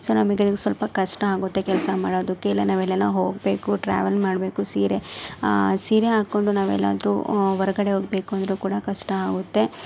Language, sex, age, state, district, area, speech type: Kannada, female, 60+, Karnataka, Chikkaballapur, urban, spontaneous